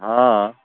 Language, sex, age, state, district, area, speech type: Maithili, male, 45-60, Bihar, Saharsa, urban, conversation